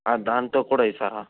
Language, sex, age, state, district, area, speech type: Telugu, male, 18-30, Andhra Pradesh, Chittoor, rural, conversation